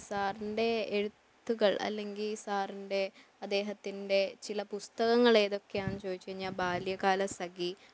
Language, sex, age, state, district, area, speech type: Malayalam, female, 18-30, Kerala, Thiruvananthapuram, urban, spontaneous